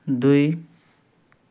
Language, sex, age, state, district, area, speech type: Nepali, male, 30-45, West Bengal, Jalpaiguri, rural, read